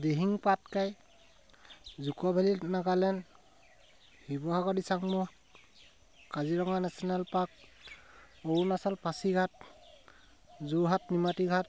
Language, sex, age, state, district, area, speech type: Assamese, male, 30-45, Assam, Sivasagar, rural, spontaneous